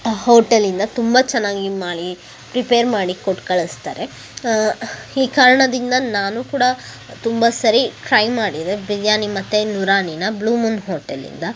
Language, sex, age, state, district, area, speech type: Kannada, female, 18-30, Karnataka, Tumkur, rural, spontaneous